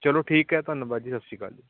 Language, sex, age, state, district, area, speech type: Punjabi, male, 30-45, Punjab, Shaheed Bhagat Singh Nagar, urban, conversation